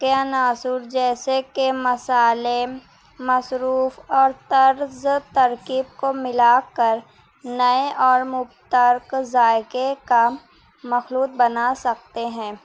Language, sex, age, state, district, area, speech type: Urdu, female, 18-30, Maharashtra, Nashik, urban, spontaneous